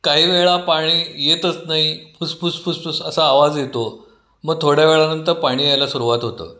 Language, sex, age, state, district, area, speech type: Marathi, male, 60+, Maharashtra, Kolhapur, urban, spontaneous